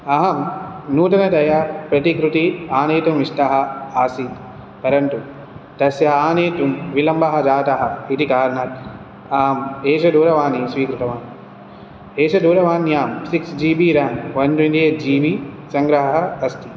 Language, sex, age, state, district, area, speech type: Sanskrit, male, 18-30, Telangana, Hyderabad, urban, spontaneous